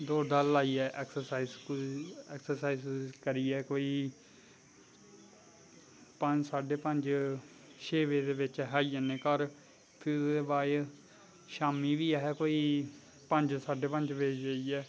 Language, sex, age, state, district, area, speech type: Dogri, male, 18-30, Jammu and Kashmir, Kathua, rural, spontaneous